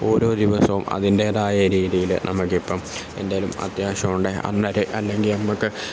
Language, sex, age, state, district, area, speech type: Malayalam, male, 18-30, Kerala, Kollam, rural, spontaneous